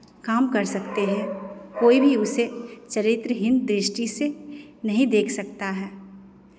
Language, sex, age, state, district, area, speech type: Hindi, female, 45-60, Bihar, Begusarai, rural, spontaneous